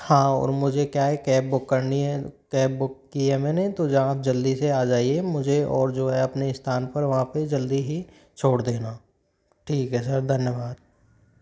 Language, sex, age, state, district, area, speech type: Hindi, male, 30-45, Rajasthan, Karauli, rural, spontaneous